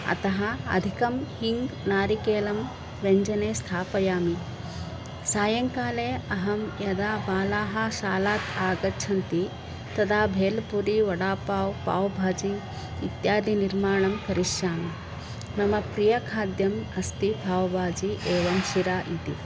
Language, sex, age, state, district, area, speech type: Sanskrit, female, 45-60, Karnataka, Bangalore Urban, urban, spontaneous